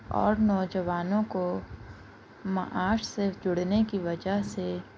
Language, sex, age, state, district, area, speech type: Urdu, female, 18-30, Delhi, Central Delhi, urban, spontaneous